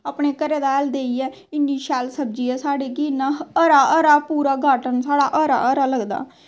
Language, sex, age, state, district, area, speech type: Dogri, female, 18-30, Jammu and Kashmir, Samba, rural, spontaneous